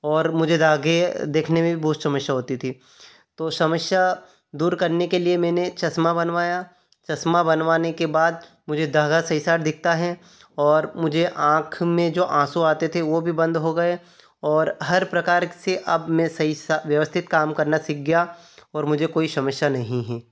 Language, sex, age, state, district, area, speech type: Hindi, male, 30-45, Madhya Pradesh, Ujjain, rural, spontaneous